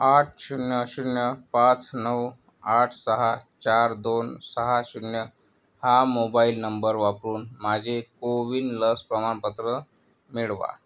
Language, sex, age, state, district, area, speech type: Marathi, male, 45-60, Maharashtra, Yavatmal, rural, read